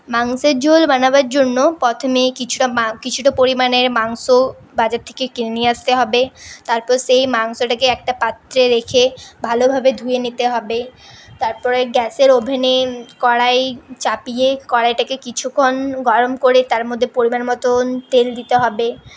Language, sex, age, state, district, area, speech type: Bengali, female, 18-30, West Bengal, Paschim Bardhaman, urban, spontaneous